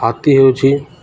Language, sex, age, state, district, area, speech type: Odia, male, 30-45, Odisha, Balangir, urban, spontaneous